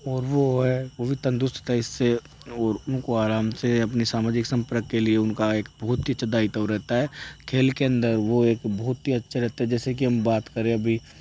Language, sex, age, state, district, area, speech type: Hindi, male, 18-30, Rajasthan, Jaipur, urban, spontaneous